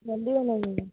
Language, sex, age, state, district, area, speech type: Odia, female, 18-30, Odisha, Balangir, urban, conversation